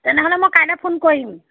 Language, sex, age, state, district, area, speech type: Assamese, female, 30-45, Assam, Majuli, urban, conversation